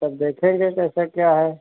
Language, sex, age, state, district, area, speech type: Hindi, male, 30-45, Uttar Pradesh, Sitapur, rural, conversation